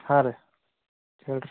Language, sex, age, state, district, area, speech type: Kannada, male, 30-45, Karnataka, Belgaum, rural, conversation